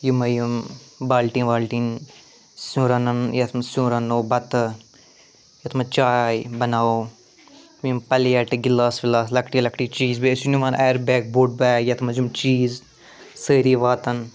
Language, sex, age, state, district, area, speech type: Kashmiri, male, 45-60, Jammu and Kashmir, Ganderbal, urban, spontaneous